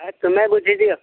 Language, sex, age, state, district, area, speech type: Odia, male, 45-60, Odisha, Angul, rural, conversation